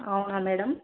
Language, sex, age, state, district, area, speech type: Telugu, female, 18-30, Telangana, Vikarabad, urban, conversation